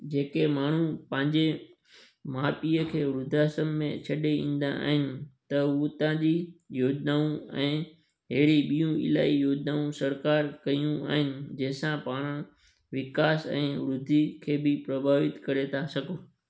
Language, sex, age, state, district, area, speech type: Sindhi, male, 30-45, Gujarat, Junagadh, rural, spontaneous